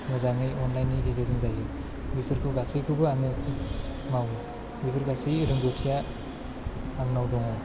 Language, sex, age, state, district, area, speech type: Bodo, male, 18-30, Assam, Chirang, urban, spontaneous